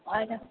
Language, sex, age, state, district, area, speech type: Maithili, female, 18-30, Bihar, Purnia, rural, conversation